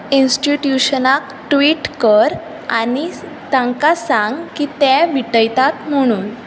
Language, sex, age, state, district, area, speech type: Goan Konkani, female, 18-30, Goa, Bardez, urban, read